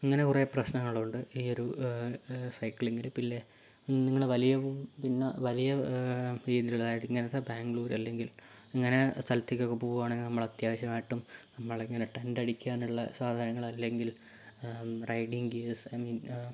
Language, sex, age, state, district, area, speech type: Malayalam, male, 18-30, Kerala, Kozhikode, urban, spontaneous